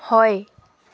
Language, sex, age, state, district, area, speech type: Assamese, female, 18-30, Assam, Sivasagar, rural, read